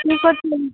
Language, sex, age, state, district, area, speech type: Odia, female, 18-30, Odisha, Nabarangpur, urban, conversation